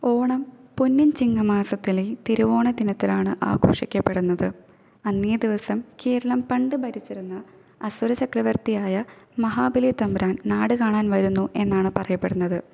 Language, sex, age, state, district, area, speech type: Malayalam, female, 18-30, Kerala, Thrissur, rural, spontaneous